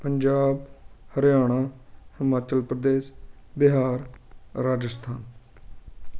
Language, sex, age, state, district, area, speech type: Punjabi, male, 30-45, Punjab, Fatehgarh Sahib, rural, spontaneous